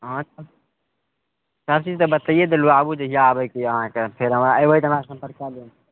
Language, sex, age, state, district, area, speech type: Maithili, male, 18-30, Bihar, Madhepura, rural, conversation